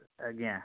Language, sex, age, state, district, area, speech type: Odia, male, 30-45, Odisha, Bhadrak, rural, conversation